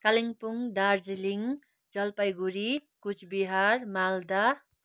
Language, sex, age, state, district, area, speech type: Nepali, female, 60+, West Bengal, Kalimpong, rural, spontaneous